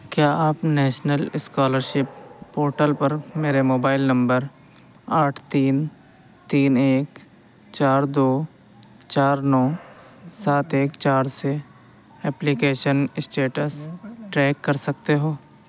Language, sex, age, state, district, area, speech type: Urdu, male, 18-30, Uttar Pradesh, Saharanpur, urban, read